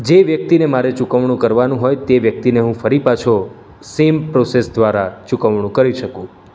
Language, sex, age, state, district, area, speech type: Gujarati, male, 30-45, Gujarat, Surat, urban, spontaneous